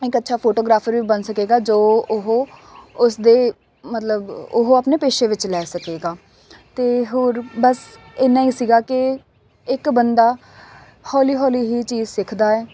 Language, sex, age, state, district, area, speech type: Punjabi, female, 18-30, Punjab, Faridkot, urban, spontaneous